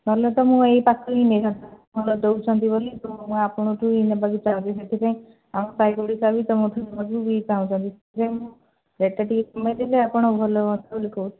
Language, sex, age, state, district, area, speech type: Odia, female, 60+, Odisha, Kandhamal, rural, conversation